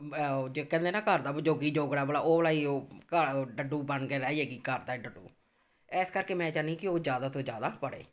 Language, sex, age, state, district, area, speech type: Punjabi, female, 45-60, Punjab, Amritsar, urban, spontaneous